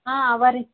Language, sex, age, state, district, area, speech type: Kannada, female, 18-30, Karnataka, Gulbarga, rural, conversation